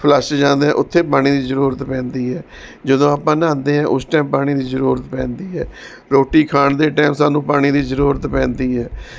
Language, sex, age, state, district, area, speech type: Punjabi, male, 45-60, Punjab, Mohali, urban, spontaneous